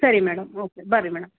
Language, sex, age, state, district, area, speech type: Kannada, female, 30-45, Karnataka, Gulbarga, urban, conversation